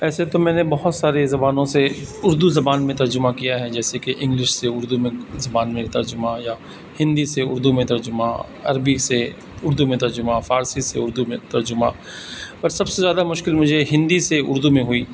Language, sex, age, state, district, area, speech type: Urdu, male, 45-60, Delhi, South Delhi, urban, spontaneous